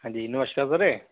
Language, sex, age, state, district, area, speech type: Punjabi, male, 30-45, Punjab, Pathankot, rural, conversation